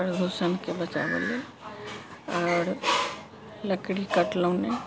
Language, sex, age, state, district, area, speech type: Maithili, female, 60+, Bihar, Sitamarhi, rural, spontaneous